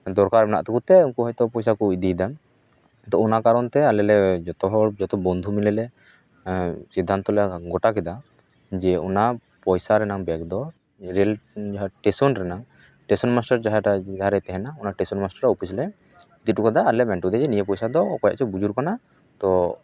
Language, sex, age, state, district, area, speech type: Santali, male, 30-45, West Bengal, Paschim Bardhaman, rural, spontaneous